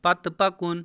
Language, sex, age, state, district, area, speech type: Kashmiri, male, 18-30, Jammu and Kashmir, Anantnag, rural, read